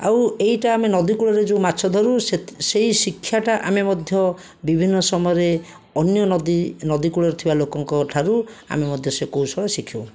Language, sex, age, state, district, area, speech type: Odia, male, 60+, Odisha, Jajpur, rural, spontaneous